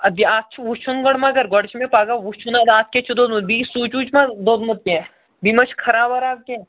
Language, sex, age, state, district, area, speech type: Kashmiri, male, 18-30, Jammu and Kashmir, Pulwama, urban, conversation